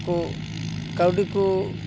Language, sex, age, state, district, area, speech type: Santali, male, 45-60, West Bengal, Paschim Bardhaman, urban, spontaneous